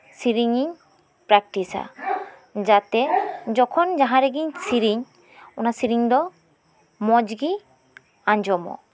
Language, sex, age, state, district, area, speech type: Santali, female, 30-45, West Bengal, Birbhum, rural, spontaneous